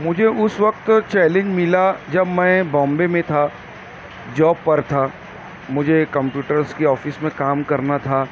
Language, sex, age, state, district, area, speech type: Urdu, male, 30-45, Maharashtra, Nashik, urban, spontaneous